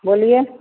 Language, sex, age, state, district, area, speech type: Hindi, female, 30-45, Bihar, Samastipur, rural, conversation